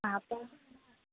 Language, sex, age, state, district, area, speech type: Malayalam, female, 18-30, Kerala, Idukki, rural, conversation